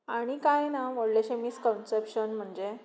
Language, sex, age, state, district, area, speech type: Goan Konkani, female, 18-30, Goa, Tiswadi, rural, spontaneous